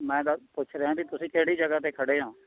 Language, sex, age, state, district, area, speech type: Punjabi, male, 60+, Punjab, Mohali, rural, conversation